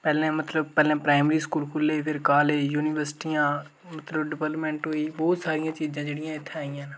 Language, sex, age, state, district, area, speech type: Dogri, male, 18-30, Jammu and Kashmir, Reasi, rural, spontaneous